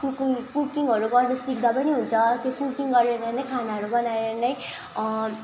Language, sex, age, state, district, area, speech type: Nepali, female, 18-30, West Bengal, Darjeeling, rural, spontaneous